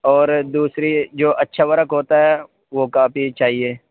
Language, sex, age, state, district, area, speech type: Urdu, male, 18-30, Uttar Pradesh, Saharanpur, urban, conversation